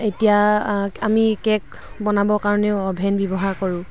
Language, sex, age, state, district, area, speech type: Assamese, female, 18-30, Assam, Dhemaji, rural, spontaneous